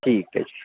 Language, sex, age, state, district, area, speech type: Punjabi, male, 30-45, Punjab, Mansa, urban, conversation